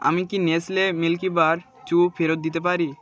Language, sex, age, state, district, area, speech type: Bengali, male, 18-30, West Bengal, Birbhum, urban, read